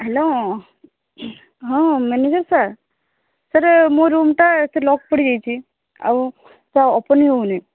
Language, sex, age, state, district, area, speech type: Odia, female, 30-45, Odisha, Sambalpur, rural, conversation